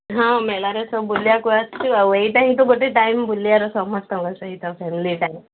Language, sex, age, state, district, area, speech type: Odia, female, 45-60, Odisha, Sundergarh, rural, conversation